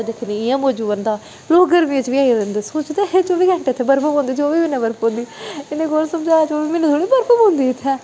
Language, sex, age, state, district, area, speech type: Dogri, female, 18-30, Jammu and Kashmir, Udhampur, urban, spontaneous